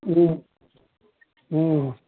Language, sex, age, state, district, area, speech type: Kannada, male, 45-60, Karnataka, Belgaum, rural, conversation